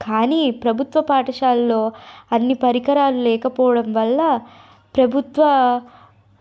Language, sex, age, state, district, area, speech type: Telugu, female, 18-30, Telangana, Nirmal, urban, spontaneous